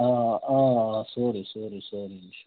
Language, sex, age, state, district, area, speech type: Kashmiri, male, 30-45, Jammu and Kashmir, Bandipora, rural, conversation